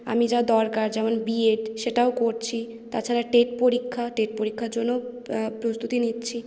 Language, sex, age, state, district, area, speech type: Bengali, female, 18-30, West Bengal, Purulia, urban, spontaneous